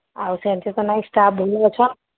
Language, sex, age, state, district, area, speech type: Odia, female, 45-60, Odisha, Sambalpur, rural, conversation